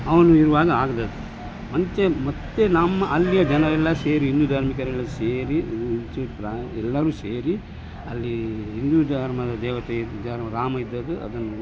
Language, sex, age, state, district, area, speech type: Kannada, male, 60+, Karnataka, Dakshina Kannada, rural, spontaneous